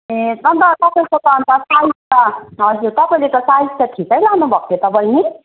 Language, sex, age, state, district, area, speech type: Nepali, female, 30-45, West Bengal, Darjeeling, rural, conversation